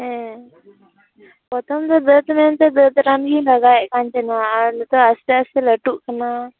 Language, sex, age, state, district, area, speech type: Santali, female, 18-30, West Bengal, Purba Medinipur, rural, conversation